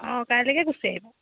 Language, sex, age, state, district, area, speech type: Assamese, female, 30-45, Assam, Jorhat, urban, conversation